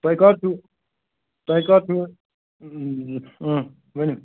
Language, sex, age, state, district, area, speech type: Kashmiri, male, 30-45, Jammu and Kashmir, Srinagar, rural, conversation